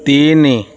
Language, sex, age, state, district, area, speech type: Odia, male, 30-45, Odisha, Kendrapara, urban, read